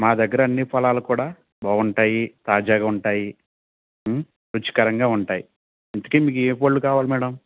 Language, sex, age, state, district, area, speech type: Telugu, male, 30-45, Andhra Pradesh, Konaseema, rural, conversation